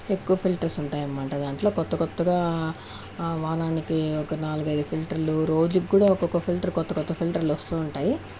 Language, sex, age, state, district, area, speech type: Telugu, female, 60+, Andhra Pradesh, Sri Balaji, urban, spontaneous